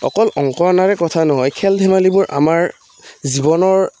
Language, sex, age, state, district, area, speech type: Assamese, male, 18-30, Assam, Udalguri, rural, spontaneous